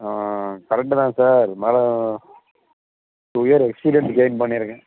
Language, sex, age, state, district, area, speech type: Tamil, male, 30-45, Tamil Nadu, Thanjavur, rural, conversation